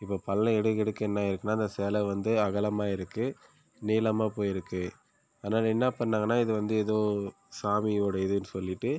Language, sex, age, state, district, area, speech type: Tamil, male, 18-30, Tamil Nadu, Viluppuram, urban, spontaneous